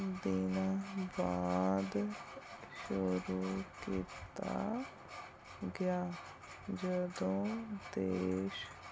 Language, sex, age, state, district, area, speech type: Punjabi, female, 30-45, Punjab, Mansa, urban, read